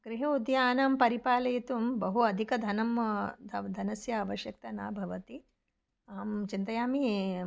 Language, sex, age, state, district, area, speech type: Sanskrit, female, 45-60, Karnataka, Bangalore Urban, urban, spontaneous